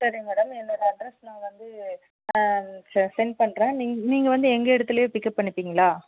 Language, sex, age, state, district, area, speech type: Tamil, female, 30-45, Tamil Nadu, Dharmapuri, rural, conversation